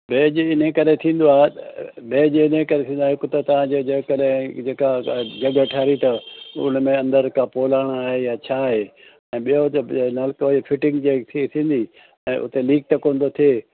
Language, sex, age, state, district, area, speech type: Sindhi, male, 60+, Gujarat, Junagadh, rural, conversation